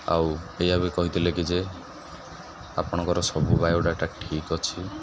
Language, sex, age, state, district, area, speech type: Odia, male, 18-30, Odisha, Sundergarh, urban, spontaneous